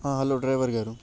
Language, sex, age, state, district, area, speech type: Telugu, male, 18-30, Andhra Pradesh, Bapatla, urban, spontaneous